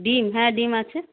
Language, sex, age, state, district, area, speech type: Bengali, female, 45-60, West Bengal, Purulia, rural, conversation